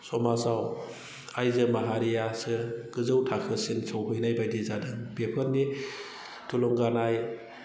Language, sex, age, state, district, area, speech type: Bodo, male, 30-45, Assam, Udalguri, rural, spontaneous